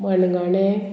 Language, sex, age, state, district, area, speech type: Goan Konkani, female, 45-60, Goa, Murmgao, urban, spontaneous